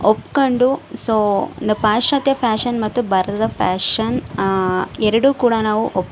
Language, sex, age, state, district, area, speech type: Kannada, female, 60+, Karnataka, Chikkaballapur, urban, spontaneous